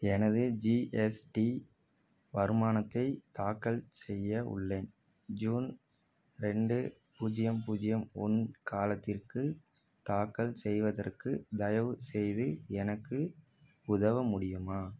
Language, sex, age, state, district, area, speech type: Tamil, male, 18-30, Tamil Nadu, Tiruchirappalli, rural, read